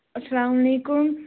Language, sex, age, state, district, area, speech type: Kashmiri, female, 18-30, Jammu and Kashmir, Baramulla, rural, conversation